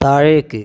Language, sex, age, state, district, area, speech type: Malayalam, male, 18-30, Kerala, Wayanad, rural, read